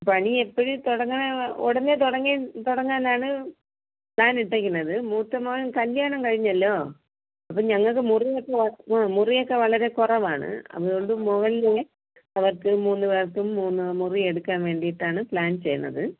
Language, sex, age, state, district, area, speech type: Malayalam, female, 45-60, Kerala, Thiruvananthapuram, rural, conversation